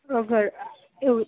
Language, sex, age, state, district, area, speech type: Gujarati, female, 30-45, Gujarat, Rajkot, urban, conversation